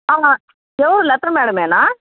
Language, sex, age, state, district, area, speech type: Telugu, female, 45-60, Andhra Pradesh, Chittoor, rural, conversation